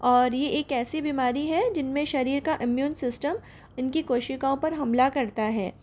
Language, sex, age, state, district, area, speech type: Hindi, female, 30-45, Rajasthan, Jodhpur, urban, spontaneous